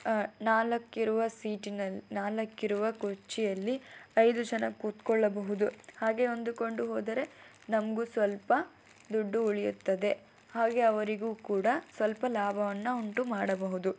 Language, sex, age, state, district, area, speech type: Kannada, female, 18-30, Karnataka, Tumkur, rural, spontaneous